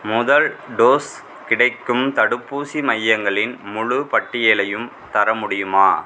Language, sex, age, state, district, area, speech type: Tamil, male, 45-60, Tamil Nadu, Mayiladuthurai, rural, read